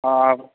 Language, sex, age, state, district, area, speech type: Maithili, male, 18-30, Bihar, Purnia, rural, conversation